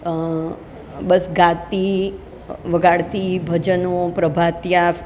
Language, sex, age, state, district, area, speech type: Gujarati, female, 60+, Gujarat, Surat, urban, spontaneous